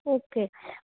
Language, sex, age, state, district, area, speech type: Gujarati, female, 30-45, Gujarat, Morbi, urban, conversation